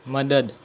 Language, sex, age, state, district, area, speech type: Gujarati, male, 18-30, Gujarat, Anand, rural, read